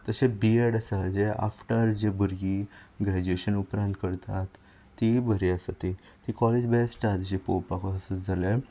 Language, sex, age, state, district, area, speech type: Goan Konkani, male, 18-30, Goa, Ponda, rural, spontaneous